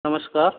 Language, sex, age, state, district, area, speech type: Hindi, male, 45-60, Rajasthan, Karauli, rural, conversation